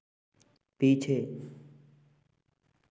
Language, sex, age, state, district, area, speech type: Hindi, male, 18-30, Rajasthan, Bharatpur, rural, read